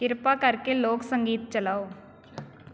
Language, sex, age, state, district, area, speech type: Punjabi, female, 18-30, Punjab, Amritsar, urban, read